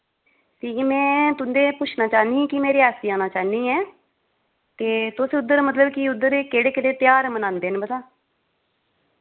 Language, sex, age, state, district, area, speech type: Dogri, female, 30-45, Jammu and Kashmir, Reasi, rural, conversation